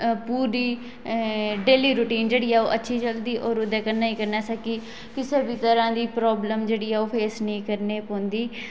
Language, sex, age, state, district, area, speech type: Dogri, female, 18-30, Jammu and Kashmir, Kathua, rural, spontaneous